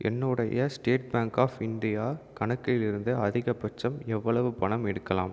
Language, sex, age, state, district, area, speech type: Tamil, male, 30-45, Tamil Nadu, Viluppuram, urban, read